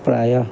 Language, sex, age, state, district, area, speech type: Hindi, male, 60+, Bihar, Madhepura, rural, spontaneous